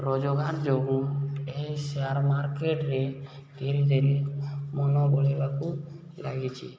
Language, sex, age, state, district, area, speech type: Odia, male, 18-30, Odisha, Subarnapur, urban, spontaneous